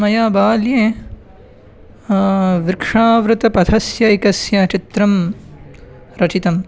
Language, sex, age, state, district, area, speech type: Sanskrit, male, 18-30, Tamil Nadu, Chennai, urban, spontaneous